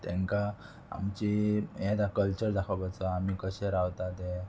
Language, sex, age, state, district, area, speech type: Goan Konkani, male, 18-30, Goa, Murmgao, urban, spontaneous